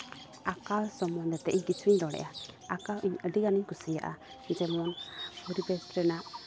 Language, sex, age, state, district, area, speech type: Santali, female, 18-30, West Bengal, Malda, rural, spontaneous